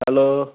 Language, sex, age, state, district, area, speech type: Assamese, male, 30-45, Assam, Sonitpur, rural, conversation